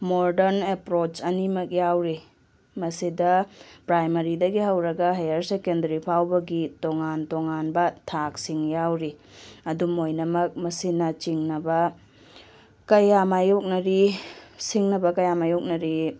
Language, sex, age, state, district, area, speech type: Manipuri, female, 18-30, Manipur, Tengnoupal, rural, spontaneous